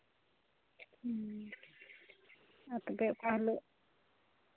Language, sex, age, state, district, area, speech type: Santali, female, 30-45, Jharkhand, Pakur, rural, conversation